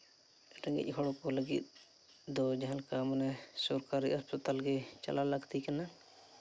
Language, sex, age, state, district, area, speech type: Santali, male, 18-30, Jharkhand, Seraikela Kharsawan, rural, spontaneous